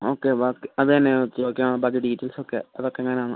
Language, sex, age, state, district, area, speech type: Malayalam, male, 18-30, Kerala, Kollam, rural, conversation